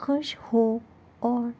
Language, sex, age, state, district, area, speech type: Urdu, female, 30-45, Delhi, Central Delhi, urban, spontaneous